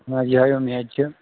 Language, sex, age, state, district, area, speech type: Kashmiri, male, 18-30, Jammu and Kashmir, Shopian, rural, conversation